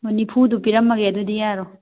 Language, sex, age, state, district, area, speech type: Manipuri, female, 18-30, Manipur, Thoubal, rural, conversation